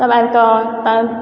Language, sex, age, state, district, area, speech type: Maithili, female, 18-30, Bihar, Supaul, rural, spontaneous